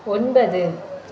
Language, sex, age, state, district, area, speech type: Tamil, female, 30-45, Tamil Nadu, Madurai, urban, read